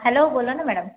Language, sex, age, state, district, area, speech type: Marathi, female, 30-45, Maharashtra, Nagpur, urban, conversation